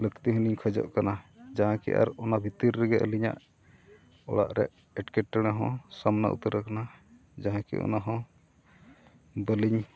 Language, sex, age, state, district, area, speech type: Santali, male, 45-60, Odisha, Mayurbhanj, rural, spontaneous